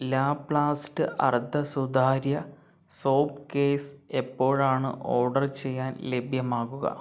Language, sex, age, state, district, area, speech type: Malayalam, male, 30-45, Kerala, Palakkad, urban, read